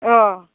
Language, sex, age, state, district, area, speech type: Bodo, female, 60+, Assam, Baksa, rural, conversation